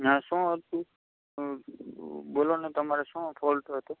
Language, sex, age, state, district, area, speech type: Gujarati, male, 45-60, Gujarat, Morbi, rural, conversation